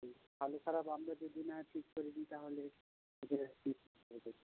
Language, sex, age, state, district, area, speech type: Bengali, male, 45-60, West Bengal, South 24 Parganas, rural, conversation